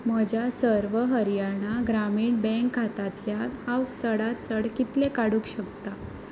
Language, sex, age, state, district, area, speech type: Goan Konkani, female, 18-30, Goa, Ponda, rural, read